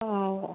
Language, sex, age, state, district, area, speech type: Tamil, female, 30-45, Tamil Nadu, Viluppuram, rural, conversation